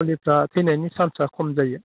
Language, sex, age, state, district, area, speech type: Bodo, male, 45-60, Assam, Baksa, rural, conversation